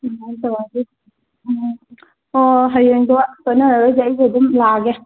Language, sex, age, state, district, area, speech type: Manipuri, female, 18-30, Manipur, Kangpokpi, urban, conversation